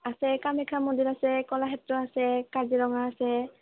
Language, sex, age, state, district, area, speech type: Assamese, female, 18-30, Assam, Kamrup Metropolitan, urban, conversation